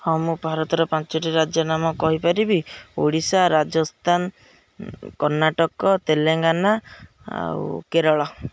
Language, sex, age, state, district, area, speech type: Odia, male, 18-30, Odisha, Jagatsinghpur, rural, spontaneous